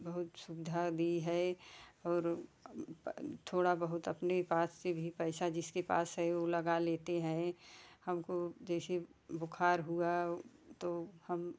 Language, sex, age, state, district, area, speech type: Hindi, female, 45-60, Uttar Pradesh, Jaunpur, rural, spontaneous